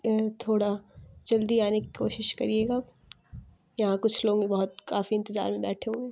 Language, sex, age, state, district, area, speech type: Urdu, female, 18-30, Uttar Pradesh, Lucknow, rural, spontaneous